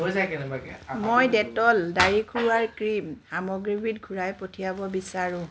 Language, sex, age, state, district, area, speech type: Assamese, female, 45-60, Assam, Charaideo, urban, read